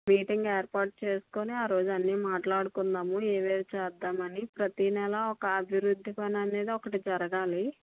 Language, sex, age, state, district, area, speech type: Telugu, female, 45-60, Telangana, Mancherial, rural, conversation